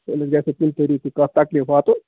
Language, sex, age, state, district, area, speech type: Kashmiri, male, 30-45, Jammu and Kashmir, Kupwara, rural, conversation